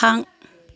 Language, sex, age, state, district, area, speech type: Bodo, female, 60+, Assam, Kokrajhar, rural, read